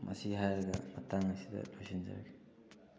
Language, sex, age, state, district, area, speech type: Manipuri, male, 18-30, Manipur, Thoubal, rural, spontaneous